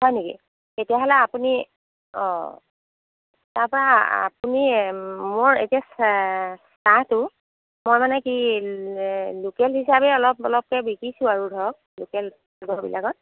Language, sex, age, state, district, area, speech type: Assamese, female, 45-60, Assam, Sivasagar, rural, conversation